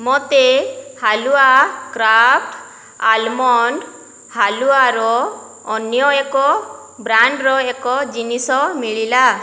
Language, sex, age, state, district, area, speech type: Odia, female, 45-60, Odisha, Boudh, rural, read